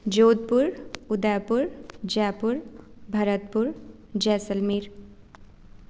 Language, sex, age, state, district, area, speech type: Sanskrit, female, 18-30, Rajasthan, Jaipur, urban, spontaneous